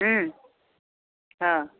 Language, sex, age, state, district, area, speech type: Odia, female, 60+, Odisha, Jharsuguda, rural, conversation